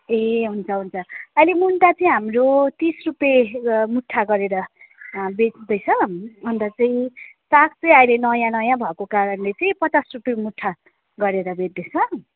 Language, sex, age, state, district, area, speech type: Nepali, female, 30-45, West Bengal, Jalpaiguri, urban, conversation